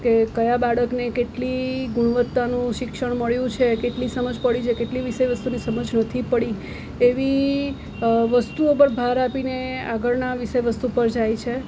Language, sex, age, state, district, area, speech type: Gujarati, female, 30-45, Gujarat, Surat, urban, spontaneous